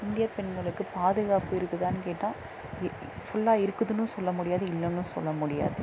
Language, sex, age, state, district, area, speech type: Tamil, female, 45-60, Tamil Nadu, Dharmapuri, rural, spontaneous